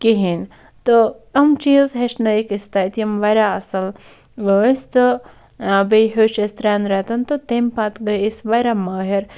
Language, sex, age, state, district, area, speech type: Kashmiri, female, 18-30, Jammu and Kashmir, Bandipora, rural, spontaneous